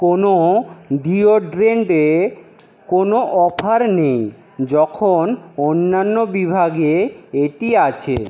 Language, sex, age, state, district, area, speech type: Bengali, male, 60+, West Bengal, Jhargram, rural, read